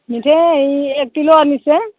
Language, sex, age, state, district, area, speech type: Assamese, female, 60+, Assam, Darrang, rural, conversation